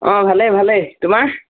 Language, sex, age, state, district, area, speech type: Assamese, male, 18-30, Assam, Golaghat, rural, conversation